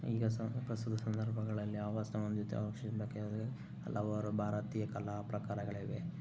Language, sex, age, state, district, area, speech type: Kannada, male, 30-45, Karnataka, Chikkaballapur, rural, spontaneous